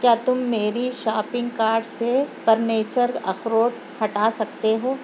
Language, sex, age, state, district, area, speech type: Urdu, female, 45-60, Telangana, Hyderabad, urban, read